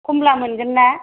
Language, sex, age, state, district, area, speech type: Bodo, female, 30-45, Assam, Kokrajhar, rural, conversation